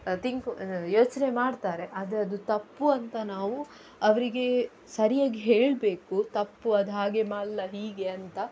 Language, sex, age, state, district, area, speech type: Kannada, female, 18-30, Karnataka, Udupi, urban, spontaneous